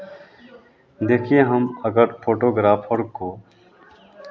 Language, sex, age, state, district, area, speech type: Hindi, male, 30-45, Bihar, Madhepura, rural, spontaneous